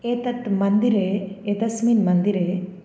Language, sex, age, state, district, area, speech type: Sanskrit, female, 30-45, Andhra Pradesh, Bapatla, urban, spontaneous